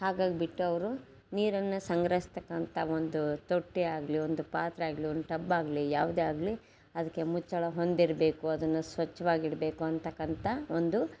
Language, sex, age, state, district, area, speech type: Kannada, female, 60+, Karnataka, Chitradurga, rural, spontaneous